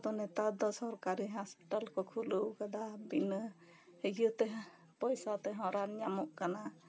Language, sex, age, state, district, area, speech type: Santali, female, 30-45, West Bengal, Bankura, rural, spontaneous